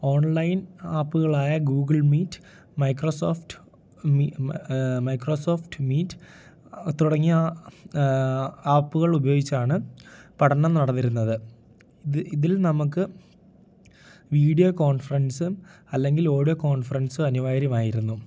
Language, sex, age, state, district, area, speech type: Malayalam, male, 18-30, Kerala, Idukki, rural, spontaneous